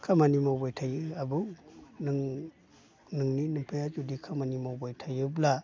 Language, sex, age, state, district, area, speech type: Bodo, male, 45-60, Assam, Baksa, urban, spontaneous